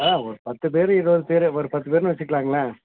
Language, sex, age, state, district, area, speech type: Tamil, male, 60+, Tamil Nadu, Nilgiris, rural, conversation